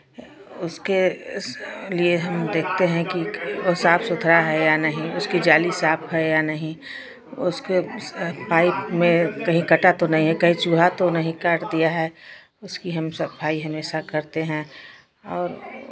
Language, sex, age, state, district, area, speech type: Hindi, female, 60+, Uttar Pradesh, Chandauli, urban, spontaneous